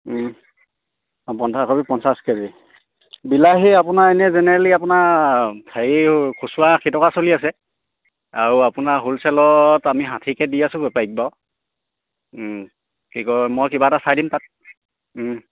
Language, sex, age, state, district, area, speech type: Assamese, male, 18-30, Assam, Sivasagar, rural, conversation